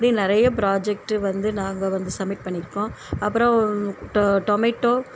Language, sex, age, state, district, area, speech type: Tamil, female, 45-60, Tamil Nadu, Thoothukudi, urban, spontaneous